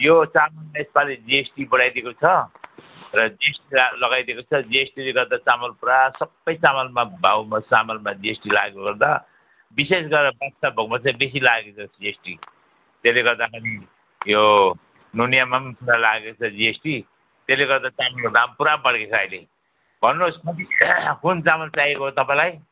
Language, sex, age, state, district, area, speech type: Nepali, male, 60+, West Bengal, Jalpaiguri, rural, conversation